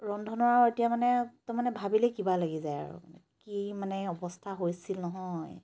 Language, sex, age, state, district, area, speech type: Assamese, female, 30-45, Assam, Charaideo, urban, spontaneous